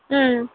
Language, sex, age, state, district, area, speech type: Tamil, female, 18-30, Tamil Nadu, Chennai, urban, conversation